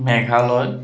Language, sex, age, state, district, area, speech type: Assamese, male, 30-45, Assam, Jorhat, urban, spontaneous